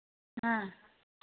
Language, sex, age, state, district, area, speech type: Hindi, female, 45-60, Bihar, Begusarai, urban, conversation